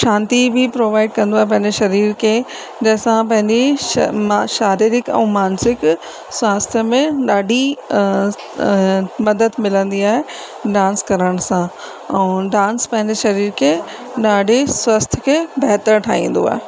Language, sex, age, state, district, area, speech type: Sindhi, female, 30-45, Rajasthan, Ajmer, urban, spontaneous